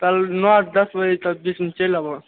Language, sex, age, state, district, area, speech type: Maithili, male, 18-30, Bihar, Begusarai, rural, conversation